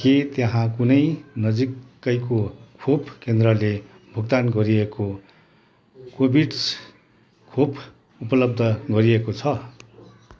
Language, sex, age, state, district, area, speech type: Nepali, male, 60+, West Bengal, Kalimpong, rural, read